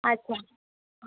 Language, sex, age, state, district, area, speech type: Marathi, female, 30-45, Maharashtra, Solapur, urban, conversation